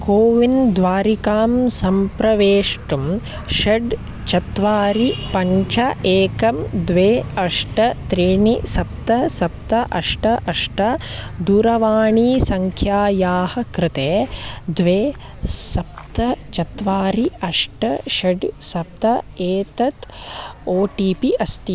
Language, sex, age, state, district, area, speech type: Sanskrit, male, 18-30, Karnataka, Chikkamagaluru, rural, read